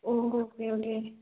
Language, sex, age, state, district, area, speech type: Malayalam, female, 30-45, Kerala, Idukki, rural, conversation